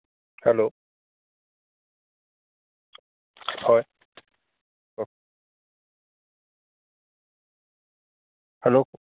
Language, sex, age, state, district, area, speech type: Assamese, male, 18-30, Assam, Lakhimpur, rural, conversation